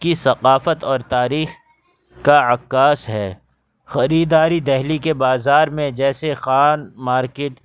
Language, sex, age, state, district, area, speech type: Urdu, male, 18-30, Delhi, North West Delhi, urban, spontaneous